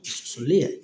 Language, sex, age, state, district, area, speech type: Maithili, male, 18-30, Bihar, Samastipur, rural, spontaneous